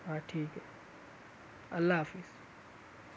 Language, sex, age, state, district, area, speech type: Urdu, male, 18-30, Maharashtra, Nashik, urban, spontaneous